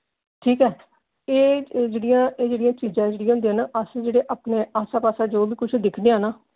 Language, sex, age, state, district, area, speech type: Dogri, female, 60+, Jammu and Kashmir, Jammu, urban, conversation